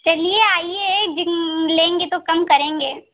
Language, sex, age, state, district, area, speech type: Hindi, female, 30-45, Uttar Pradesh, Mirzapur, rural, conversation